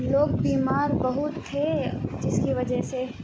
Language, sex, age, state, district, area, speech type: Urdu, female, 45-60, Bihar, Khagaria, rural, spontaneous